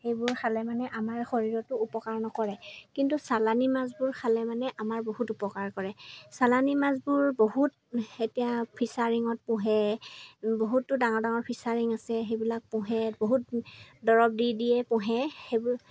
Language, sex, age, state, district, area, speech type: Assamese, female, 30-45, Assam, Golaghat, rural, spontaneous